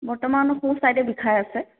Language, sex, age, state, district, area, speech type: Assamese, female, 30-45, Assam, Sonitpur, rural, conversation